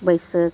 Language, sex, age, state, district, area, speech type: Santali, female, 45-60, Jharkhand, East Singhbhum, rural, spontaneous